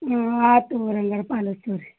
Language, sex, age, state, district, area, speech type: Kannada, female, 60+, Karnataka, Belgaum, rural, conversation